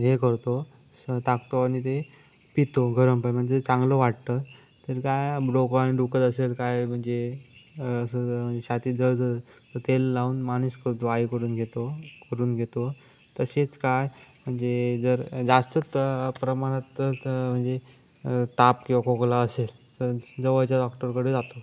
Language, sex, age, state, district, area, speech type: Marathi, male, 18-30, Maharashtra, Sindhudurg, rural, spontaneous